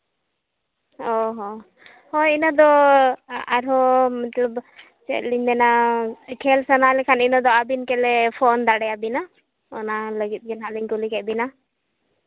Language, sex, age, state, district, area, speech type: Santali, female, 18-30, Jharkhand, Seraikela Kharsawan, rural, conversation